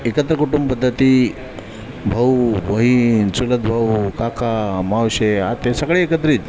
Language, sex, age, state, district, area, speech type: Marathi, male, 45-60, Maharashtra, Sindhudurg, rural, spontaneous